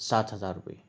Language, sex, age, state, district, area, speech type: Urdu, male, 30-45, Telangana, Hyderabad, urban, spontaneous